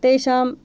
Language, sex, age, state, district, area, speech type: Sanskrit, female, 30-45, Karnataka, Shimoga, rural, spontaneous